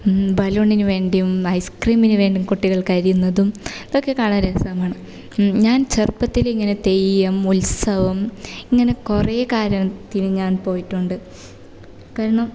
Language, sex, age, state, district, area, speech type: Malayalam, female, 18-30, Kerala, Kasaragod, rural, spontaneous